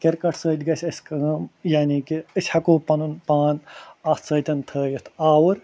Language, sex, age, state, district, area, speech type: Kashmiri, male, 30-45, Jammu and Kashmir, Ganderbal, rural, spontaneous